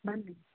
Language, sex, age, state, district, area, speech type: Kannada, female, 30-45, Karnataka, Chitradurga, rural, conversation